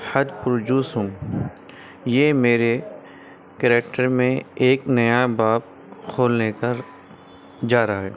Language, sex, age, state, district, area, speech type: Urdu, male, 30-45, Delhi, North East Delhi, urban, spontaneous